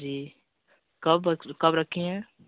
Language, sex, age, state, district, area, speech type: Hindi, male, 18-30, Uttar Pradesh, Chandauli, rural, conversation